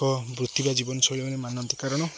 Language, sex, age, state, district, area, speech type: Odia, male, 18-30, Odisha, Jagatsinghpur, rural, spontaneous